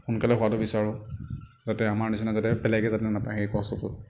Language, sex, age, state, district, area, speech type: Assamese, male, 30-45, Assam, Nagaon, rural, spontaneous